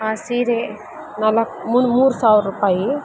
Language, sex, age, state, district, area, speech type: Kannada, female, 45-60, Karnataka, Kolar, rural, spontaneous